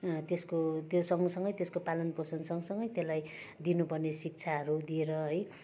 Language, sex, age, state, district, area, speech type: Nepali, female, 60+, West Bengal, Darjeeling, rural, spontaneous